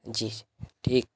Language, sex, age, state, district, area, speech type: Urdu, male, 18-30, Bihar, Gaya, urban, spontaneous